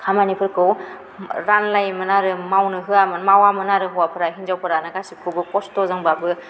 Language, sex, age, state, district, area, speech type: Bodo, female, 18-30, Assam, Baksa, rural, spontaneous